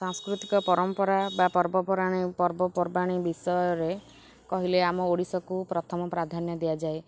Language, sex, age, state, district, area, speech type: Odia, female, 18-30, Odisha, Kendrapara, urban, spontaneous